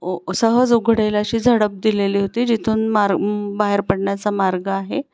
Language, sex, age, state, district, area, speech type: Marathi, female, 45-60, Maharashtra, Pune, urban, spontaneous